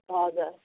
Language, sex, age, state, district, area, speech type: Nepali, female, 45-60, West Bengal, Jalpaiguri, urban, conversation